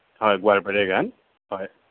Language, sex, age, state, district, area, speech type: Assamese, male, 45-60, Assam, Kamrup Metropolitan, urban, conversation